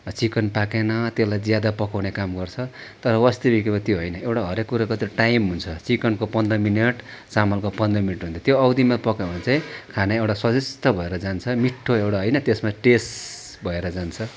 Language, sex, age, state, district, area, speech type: Nepali, male, 60+, West Bengal, Darjeeling, rural, spontaneous